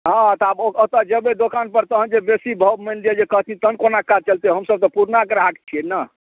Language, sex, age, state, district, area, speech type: Maithili, male, 45-60, Bihar, Darbhanga, rural, conversation